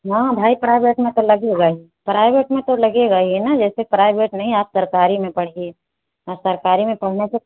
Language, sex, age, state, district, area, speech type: Hindi, female, 60+, Uttar Pradesh, Ayodhya, rural, conversation